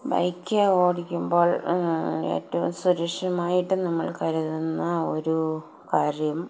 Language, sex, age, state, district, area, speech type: Malayalam, female, 45-60, Kerala, Palakkad, rural, spontaneous